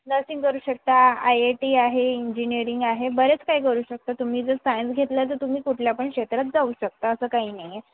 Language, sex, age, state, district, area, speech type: Marathi, female, 18-30, Maharashtra, Wardha, rural, conversation